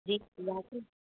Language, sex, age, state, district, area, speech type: Sindhi, female, 30-45, Gujarat, Surat, urban, conversation